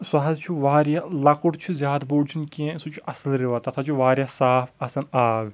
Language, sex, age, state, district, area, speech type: Kashmiri, male, 30-45, Jammu and Kashmir, Kulgam, rural, spontaneous